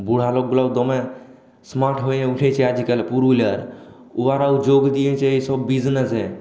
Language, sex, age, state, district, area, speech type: Bengali, male, 18-30, West Bengal, Purulia, urban, spontaneous